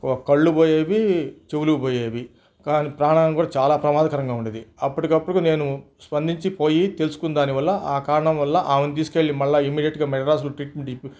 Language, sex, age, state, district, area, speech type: Telugu, male, 60+, Andhra Pradesh, Nellore, urban, spontaneous